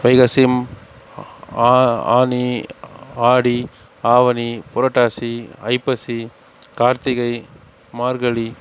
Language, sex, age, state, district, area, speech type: Tamil, male, 60+, Tamil Nadu, Mayiladuthurai, rural, spontaneous